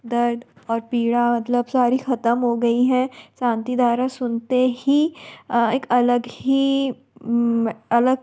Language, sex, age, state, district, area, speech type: Hindi, female, 30-45, Madhya Pradesh, Bhopal, urban, spontaneous